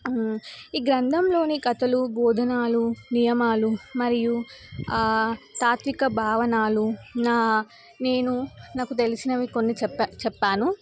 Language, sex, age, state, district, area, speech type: Telugu, female, 18-30, Telangana, Nizamabad, urban, spontaneous